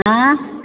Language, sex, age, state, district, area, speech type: Maithili, female, 45-60, Bihar, Supaul, rural, conversation